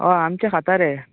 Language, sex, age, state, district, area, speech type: Goan Konkani, male, 18-30, Goa, Tiswadi, rural, conversation